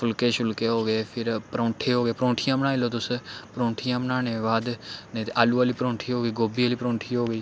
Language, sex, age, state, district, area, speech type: Dogri, male, 18-30, Jammu and Kashmir, Samba, urban, spontaneous